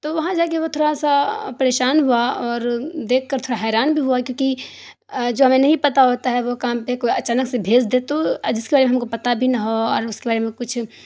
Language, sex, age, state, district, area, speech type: Urdu, female, 30-45, Bihar, Darbhanga, rural, spontaneous